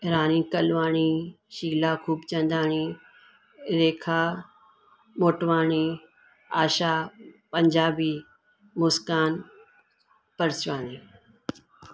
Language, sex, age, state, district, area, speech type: Sindhi, female, 60+, Gujarat, Surat, urban, spontaneous